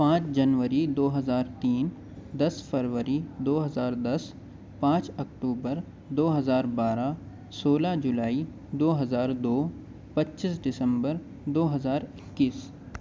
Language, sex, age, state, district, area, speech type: Urdu, male, 18-30, Uttar Pradesh, Aligarh, urban, spontaneous